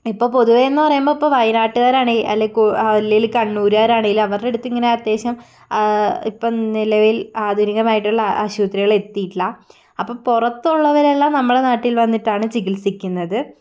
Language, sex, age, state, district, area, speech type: Malayalam, female, 18-30, Kerala, Kozhikode, rural, spontaneous